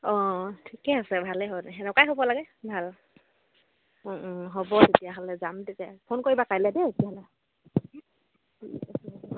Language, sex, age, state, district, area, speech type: Assamese, female, 18-30, Assam, Sivasagar, rural, conversation